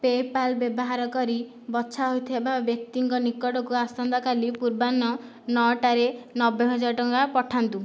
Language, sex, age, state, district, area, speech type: Odia, female, 18-30, Odisha, Nayagarh, rural, read